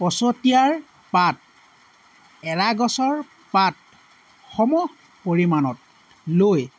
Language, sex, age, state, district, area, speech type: Assamese, male, 30-45, Assam, Sivasagar, rural, spontaneous